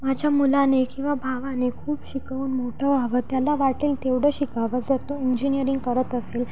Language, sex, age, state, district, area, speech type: Marathi, female, 18-30, Maharashtra, Nashik, urban, spontaneous